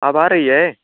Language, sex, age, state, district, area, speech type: Hindi, male, 18-30, Uttar Pradesh, Ghazipur, rural, conversation